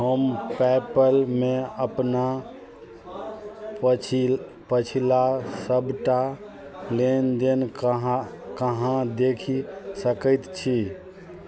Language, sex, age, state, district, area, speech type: Maithili, male, 45-60, Bihar, Madhubani, rural, read